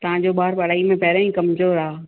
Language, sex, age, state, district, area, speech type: Sindhi, female, 45-60, Maharashtra, Thane, urban, conversation